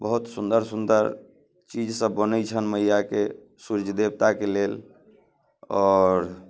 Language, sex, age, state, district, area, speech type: Maithili, male, 30-45, Bihar, Muzaffarpur, urban, spontaneous